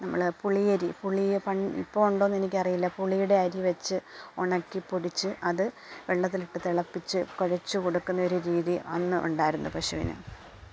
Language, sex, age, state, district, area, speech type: Malayalam, female, 45-60, Kerala, Alappuzha, rural, spontaneous